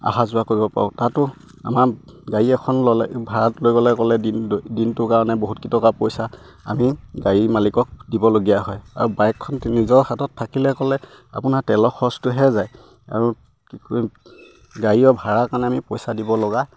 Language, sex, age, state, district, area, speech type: Assamese, male, 18-30, Assam, Sivasagar, rural, spontaneous